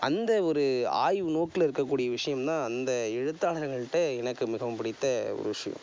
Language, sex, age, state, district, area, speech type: Tamil, male, 30-45, Tamil Nadu, Tiruvarur, rural, spontaneous